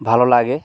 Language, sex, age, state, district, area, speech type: Bengali, male, 60+, West Bengal, North 24 Parganas, rural, spontaneous